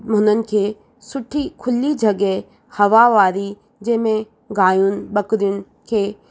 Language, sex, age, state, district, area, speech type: Sindhi, female, 30-45, Rajasthan, Ajmer, urban, spontaneous